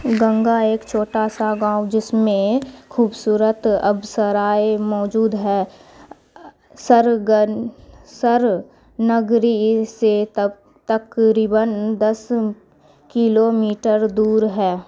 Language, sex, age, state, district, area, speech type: Urdu, female, 18-30, Bihar, Khagaria, rural, read